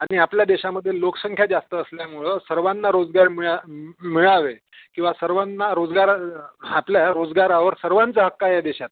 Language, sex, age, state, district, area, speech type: Marathi, male, 45-60, Maharashtra, Wardha, urban, conversation